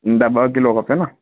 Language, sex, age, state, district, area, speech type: Sindhi, male, 18-30, Gujarat, Kutch, urban, conversation